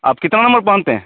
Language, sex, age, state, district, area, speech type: Hindi, male, 30-45, Bihar, Begusarai, urban, conversation